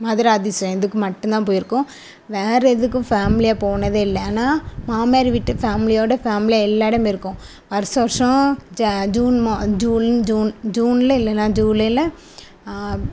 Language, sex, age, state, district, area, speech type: Tamil, female, 18-30, Tamil Nadu, Thoothukudi, rural, spontaneous